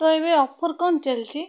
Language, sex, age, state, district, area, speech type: Odia, female, 18-30, Odisha, Bhadrak, rural, spontaneous